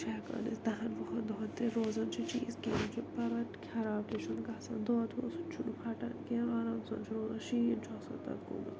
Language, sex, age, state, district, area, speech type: Kashmiri, female, 45-60, Jammu and Kashmir, Srinagar, urban, spontaneous